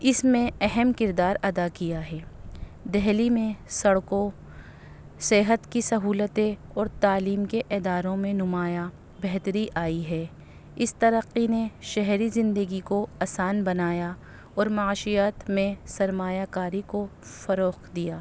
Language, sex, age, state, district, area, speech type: Urdu, female, 30-45, Delhi, North East Delhi, urban, spontaneous